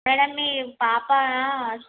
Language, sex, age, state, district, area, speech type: Telugu, female, 18-30, Andhra Pradesh, Visakhapatnam, urban, conversation